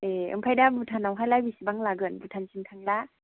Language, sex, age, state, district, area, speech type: Bodo, female, 45-60, Assam, Chirang, rural, conversation